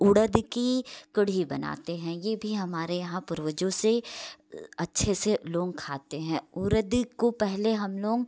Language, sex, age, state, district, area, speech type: Hindi, female, 30-45, Uttar Pradesh, Prayagraj, urban, spontaneous